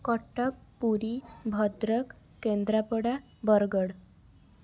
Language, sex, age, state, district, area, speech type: Odia, female, 18-30, Odisha, Cuttack, urban, spontaneous